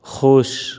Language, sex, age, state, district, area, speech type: Urdu, male, 30-45, Maharashtra, Nashik, urban, read